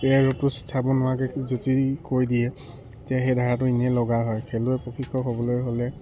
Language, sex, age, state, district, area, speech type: Assamese, male, 30-45, Assam, Charaideo, urban, spontaneous